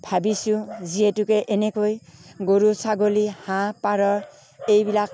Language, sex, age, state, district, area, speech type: Assamese, female, 60+, Assam, Darrang, rural, spontaneous